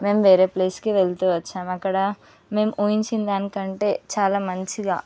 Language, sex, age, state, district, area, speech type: Telugu, female, 18-30, Telangana, Ranga Reddy, urban, spontaneous